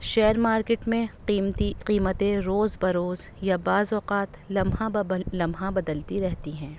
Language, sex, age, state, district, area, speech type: Urdu, female, 30-45, Delhi, North East Delhi, urban, spontaneous